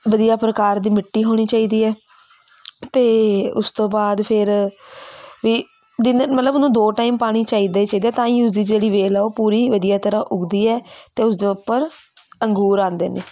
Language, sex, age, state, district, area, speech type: Punjabi, female, 18-30, Punjab, Patiala, urban, spontaneous